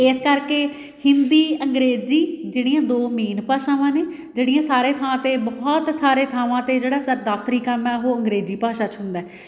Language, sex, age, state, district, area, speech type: Punjabi, female, 30-45, Punjab, Fatehgarh Sahib, urban, spontaneous